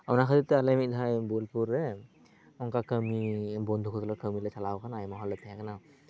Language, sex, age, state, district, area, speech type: Santali, male, 18-30, West Bengal, Birbhum, rural, spontaneous